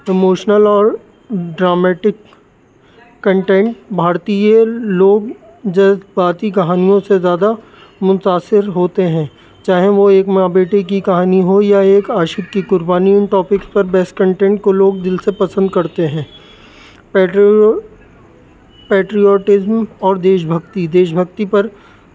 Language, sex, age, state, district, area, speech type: Urdu, male, 30-45, Uttar Pradesh, Rampur, urban, spontaneous